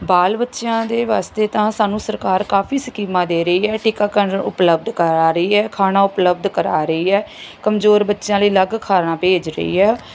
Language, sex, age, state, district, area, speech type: Punjabi, female, 45-60, Punjab, Bathinda, rural, spontaneous